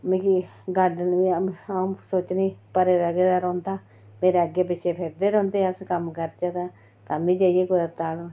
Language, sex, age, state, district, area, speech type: Dogri, female, 30-45, Jammu and Kashmir, Reasi, rural, spontaneous